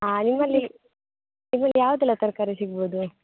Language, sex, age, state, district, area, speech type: Kannada, female, 18-30, Karnataka, Dakshina Kannada, rural, conversation